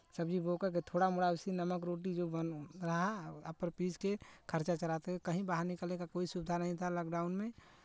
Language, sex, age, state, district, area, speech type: Hindi, male, 18-30, Uttar Pradesh, Chandauli, rural, spontaneous